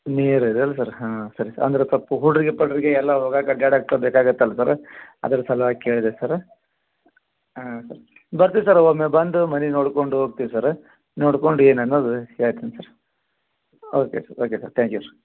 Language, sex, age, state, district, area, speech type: Kannada, male, 30-45, Karnataka, Gadag, rural, conversation